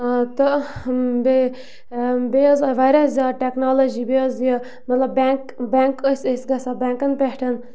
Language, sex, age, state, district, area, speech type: Kashmiri, female, 30-45, Jammu and Kashmir, Bandipora, rural, spontaneous